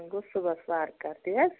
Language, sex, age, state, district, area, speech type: Kashmiri, female, 30-45, Jammu and Kashmir, Bandipora, rural, conversation